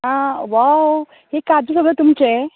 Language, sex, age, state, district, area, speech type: Goan Konkani, female, 30-45, Goa, Canacona, rural, conversation